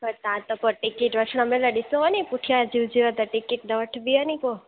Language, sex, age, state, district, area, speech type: Sindhi, female, 18-30, Gujarat, Junagadh, rural, conversation